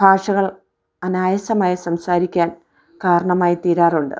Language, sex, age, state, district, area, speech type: Malayalam, female, 30-45, Kerala, Idukki, rural, spontaneous